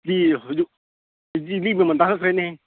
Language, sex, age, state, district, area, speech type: Manipuri, male, 45-60, Manipur, Kangpokpi, urban, conversation